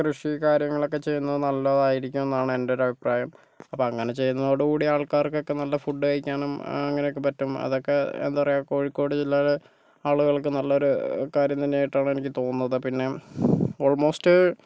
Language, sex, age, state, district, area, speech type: Malayalam, male, 30-45, Kerala, Kozhikode, urban, spontaneous